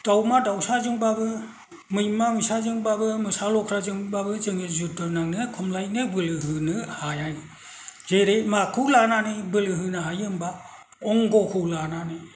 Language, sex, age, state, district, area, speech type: Bodo, male, 60+, Assam, Kokrajhar, rural, spontaneous